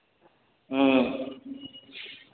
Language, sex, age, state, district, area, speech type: Maithili, male, 18-30, Bihar, Araria, rural, conversation